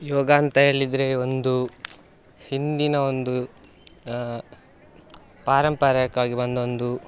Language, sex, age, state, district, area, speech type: Kannada, male, 18-30, Karnataka, Dakshina Kannada, rural, spontaneous